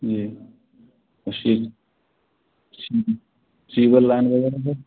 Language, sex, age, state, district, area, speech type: Hindi, male, 45-60, Madhya Pradesh, Gwalior, urban, conversation